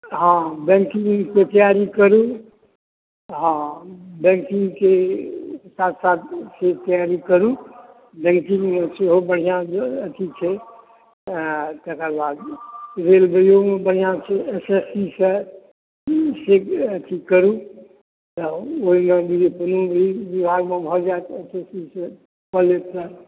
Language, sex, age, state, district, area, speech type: Maithili, male, 60+, Bihar, Supaul, rural, conversation